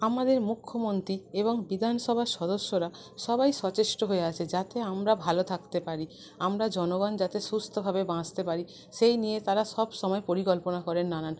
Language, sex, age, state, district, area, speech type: Bengali, female, 30-45, West Bengal, North 24 Parganas, urban, spontaneous